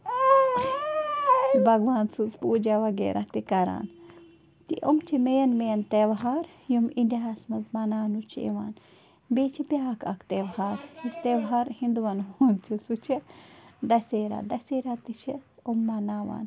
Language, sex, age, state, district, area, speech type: Kashmiri, female, 30-45, Jammu and Kashmir, Bandipora, rural, spontaneous